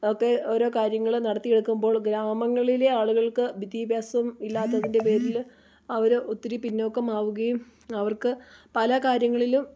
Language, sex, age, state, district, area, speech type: Malayalam, female, 30-45, Kerala, Idukki, rural, spontaneous